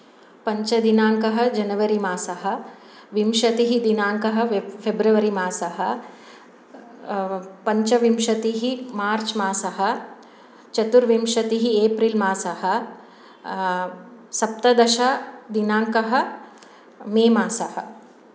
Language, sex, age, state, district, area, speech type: Sanskrit, female, 45-60, Karnataka, Shimoga, urban, spontaneous